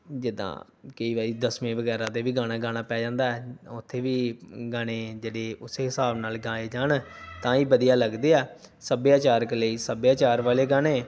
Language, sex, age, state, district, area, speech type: Punjabi, male, 30-45, Punjab, Pathankot, rural, spontaneous